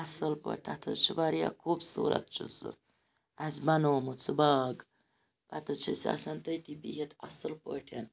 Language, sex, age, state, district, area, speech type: Kashmiri, female, 45-60, Jammu and Kashmir, Ganderbal, rural, spontaneous